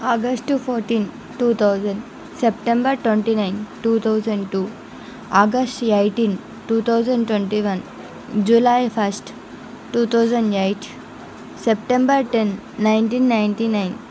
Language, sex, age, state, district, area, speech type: Telugu, female, 45-60, Andhra Pradesh, Visakhapatnam, urban, spontaneous